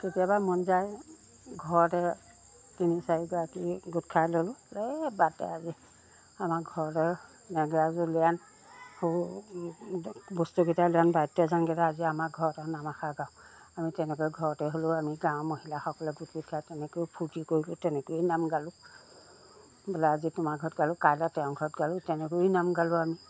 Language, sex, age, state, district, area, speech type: Assamese, female, 60+, Assam, Lakhimpur, rural, spontaneous